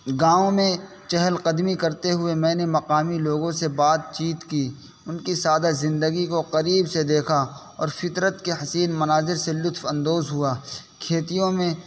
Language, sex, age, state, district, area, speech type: Urdu, male, 18-30, Uttar Pradesh, Saharanpur, urban, spontaneous